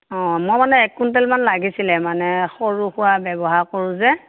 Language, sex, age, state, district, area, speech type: Assamese, female, 60+, Assam, Morigaon, rural, conversation